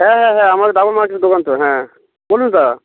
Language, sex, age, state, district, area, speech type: Bengali, male, 30-45, West Bengal, Darjeeling, urban, conversation